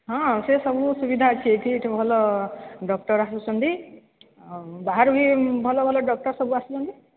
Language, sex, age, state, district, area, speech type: Odia, female, 30-45, Odisha, Sambalpur, rural, conversation